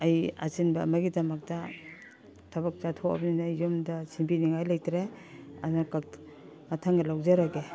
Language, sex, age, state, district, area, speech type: Manipuri, female, 60+, Manipur, Imphal East, rural, spontaneous